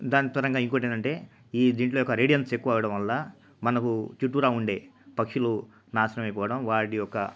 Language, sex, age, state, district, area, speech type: Telugu, male, 45-60, Andhra Pradesh, Nellore, urban, spontaneous